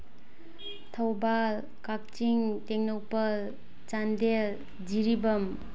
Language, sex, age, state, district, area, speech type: Manipuri, female, 18-30, Manipur, Bishnupur, rural, spontaneous